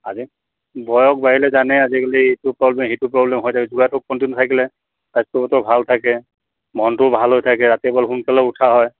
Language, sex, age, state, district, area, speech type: Assamese, male, 45-60, Assam, Dibrugarh, urban, conversation